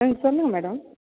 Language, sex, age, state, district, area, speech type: Tamil, female, 45-60, Tamil Nadu, Thanjavur, rural, conversation